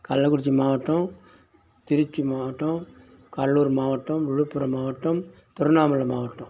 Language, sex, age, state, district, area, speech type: Tamil, male, 60+, Tamil Nadu, Kallakurichi, urban, spontaneous